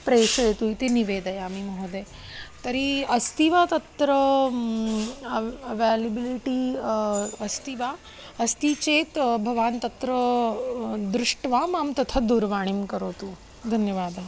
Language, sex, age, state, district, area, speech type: Sanskrit, female, 30-45, Maharashtra, Nagpur, urban, spontaneous